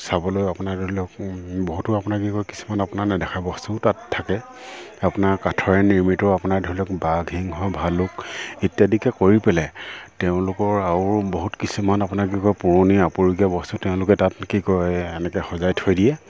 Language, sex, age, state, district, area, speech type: Assamese, male, 30-45, Assam, Sivasagar, rural, spontaneous